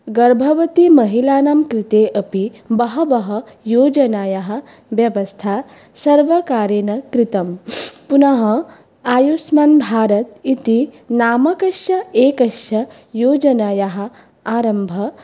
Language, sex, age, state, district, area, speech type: Sanskrit, female, 18-30, Assam, Baksa, rural, spontaneous